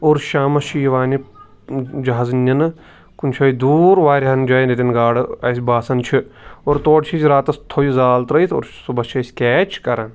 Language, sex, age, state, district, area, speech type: Kashmiri, male, 18-30, Jammu and Kashmir, Pulwama, rural, spontaneous